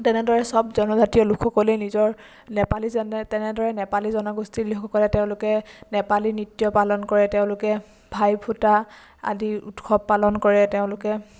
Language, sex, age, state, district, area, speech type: Assamese, female, 18-30, Assam, Biswanath, rural, spontaneous